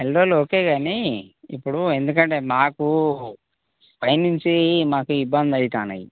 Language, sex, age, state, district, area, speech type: Telugu, male, 45-60, Telangana, Mancherial, rural, conversation